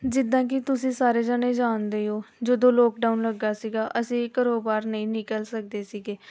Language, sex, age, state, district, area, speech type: Punjabi, female, 18-30, Punjab, Gurdaspur, rural, spontaneous